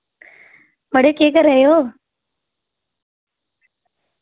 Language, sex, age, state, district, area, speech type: Dogri, female, 18-30, Jammu and Kashmir, Reasi, rural, conversation